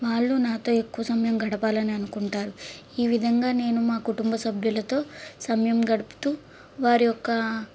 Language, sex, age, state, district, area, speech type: Telugu, female, 18-30, Andhra Pradesh, Palnadu, urban, spontaneous